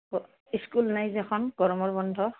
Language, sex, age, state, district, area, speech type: Assamese, female, 60+, Assam, Goalpara, urban, conversation